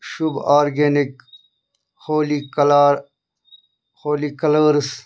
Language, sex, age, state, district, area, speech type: Kashmiri, other, 45-60, Jammu and Kashmir, Bandipora, rural, read